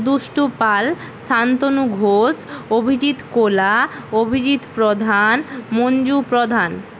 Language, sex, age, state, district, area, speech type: Bengali, female, 30-45, West Bengal, Nadia, rural, spontaneous